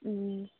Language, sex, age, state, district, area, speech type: Manipuri, female, 18-30, Manipur, Churachandpur, rural, conversation